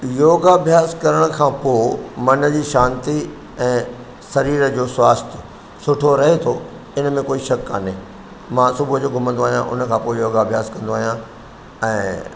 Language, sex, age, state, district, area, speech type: Sindhi, male, 60+, Madhya Pradesh, Katni, rural, spontaneous